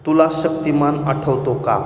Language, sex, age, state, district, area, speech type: Marathi, male, 18-30, Maharashtra, Osmanabad, rural, read